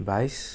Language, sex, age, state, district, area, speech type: Assamese, male, 30-45, Assam, Nagaon, rural, spontaneous